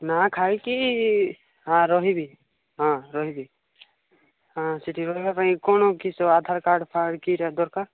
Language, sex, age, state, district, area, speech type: Odia, male, 18-30, Odisha, Nabarangpur, urban, conversation